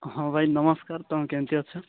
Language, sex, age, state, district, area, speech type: Odia, male, 18-30, Odisha, Nabarangpur, urban, conversation